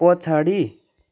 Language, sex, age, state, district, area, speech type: Nepali, male, 30-45, West Bengal, Kalimpong, rural, read